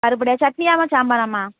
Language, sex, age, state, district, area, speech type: Tamil, female, 18-30, Tamil Nadu, Madurai, rural, conversation